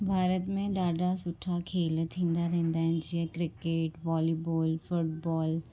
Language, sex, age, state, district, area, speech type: Sindhi, female, 18-30, Gujarat, Surat, urban, spontaneous